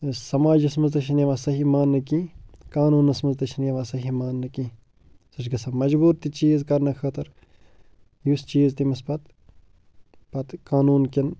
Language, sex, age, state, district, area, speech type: Kashmiri, male, 30-45, Jammu and Kashmir, Bandipora, rural, spontaneous